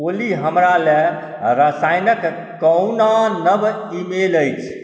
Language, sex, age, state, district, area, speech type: Maithili, male, 45-60, Bihar, Supaul, urban, read